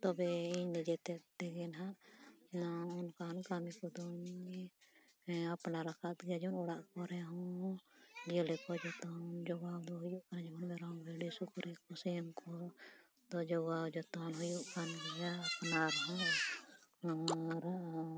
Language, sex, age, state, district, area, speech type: Santali, female, 30-45, Jharkhand, East Singhbhum, rural, spontaneous